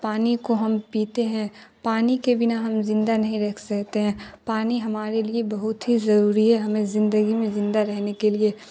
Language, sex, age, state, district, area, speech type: Urdu, female, 30-45, Bihar, Darbhanga, rural, spontaneous